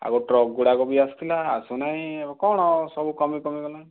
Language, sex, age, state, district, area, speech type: Odia, male, 30-45, Odisha, Kalahandi, rural, conversation